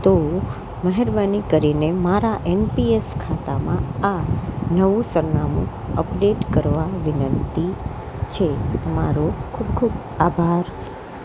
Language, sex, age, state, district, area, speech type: Gujarati, female, 30-45, Gujarat, Kheda, urban, spontaneous